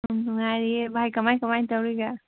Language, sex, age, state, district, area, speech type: Manipuri, female, 30-45, Manipur, Kangpokpi, urban, conversation